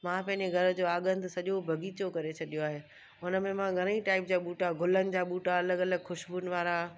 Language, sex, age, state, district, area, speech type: Sindhi, female, 45-60, Gujarat, Kutch, urban, spontaneous